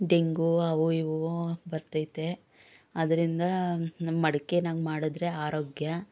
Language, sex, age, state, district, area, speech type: Kannada, female, 30-45, Karnataka, Bangalore Urban, rural, spontaneous